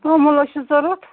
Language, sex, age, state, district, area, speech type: Kashmiri, female, 45-60, Jammu and Kashmir, Srinagar, urban, conversation